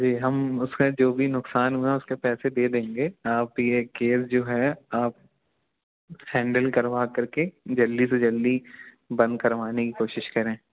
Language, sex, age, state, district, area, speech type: Hindi, male, 30-45, Madhya Pradesh, Jabalpur, urban, conversation